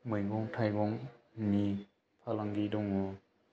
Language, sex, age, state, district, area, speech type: Bodo, male, 30-45, Assam, Kokrajhar, rural, spontaneous